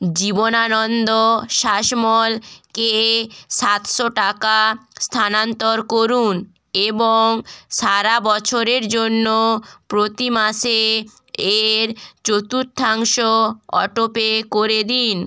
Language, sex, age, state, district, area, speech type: Bengali, female, 18-30, West Bengal, North 24 Parganas, rural, read